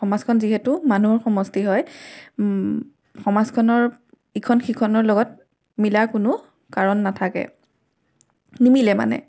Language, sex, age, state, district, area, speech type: Assamese, female, 18-30, Assam, Majuli, urban, spontaneous